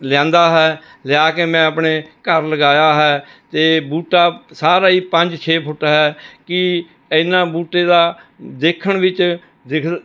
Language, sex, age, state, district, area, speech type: Punjabi, male, 60+, Punjab, Rupnagar, urban, spontaneous